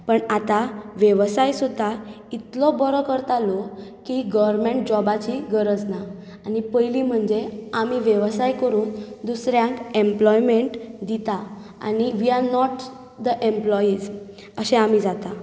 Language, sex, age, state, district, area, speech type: Goan Konkani, female, 18-30, Goa, Bardez, urban, spontaneous